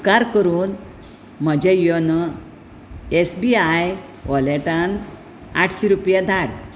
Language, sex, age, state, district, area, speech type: Goan Konkani, female, 60+, Goa, Bardez, urban, read